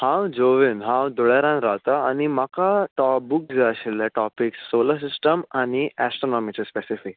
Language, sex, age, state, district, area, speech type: Goan Konkani, male, 18-30, Goa, Bardez, urban, conversation